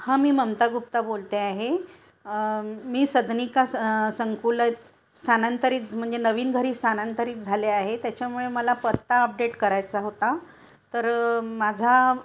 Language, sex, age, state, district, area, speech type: Marathi, female, 45-60, Maharashtra, Nagpur, urban, spontaneous